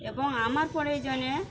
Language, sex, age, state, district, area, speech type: Bengali, female, 45-60, West Bengal, Birbhum, urban, spontaneous